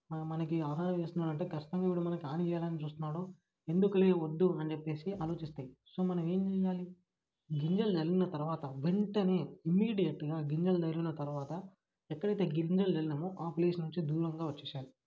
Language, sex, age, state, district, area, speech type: Telugu, male, 18-30, Telangana, Vikarabad, urban, spontaneous